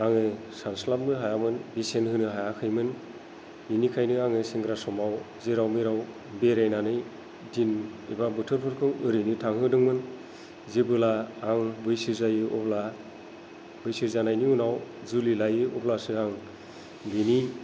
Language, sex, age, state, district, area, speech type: Bodo, female, 45-60, Assam, Kokrajhar, rural, spontaneous